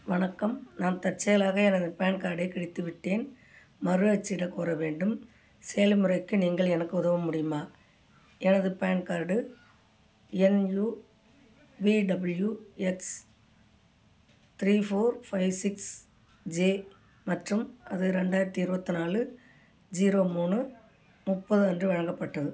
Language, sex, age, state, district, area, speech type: Tamil, female, 60+, Tamil Nadu, Ariyalur, rural, read